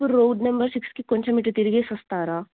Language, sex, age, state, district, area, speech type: Telugu, female, 18-30, Telangana, Ranga Reddy, urban, conversation